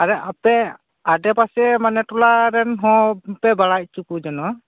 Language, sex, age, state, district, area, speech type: Santali, male, 30-45, West Bengal, Purba Bardhaman, rural, conversation